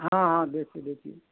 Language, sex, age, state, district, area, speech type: Hindi, male, 60+, Uttar Pradesh, Sitapur, rural, conversation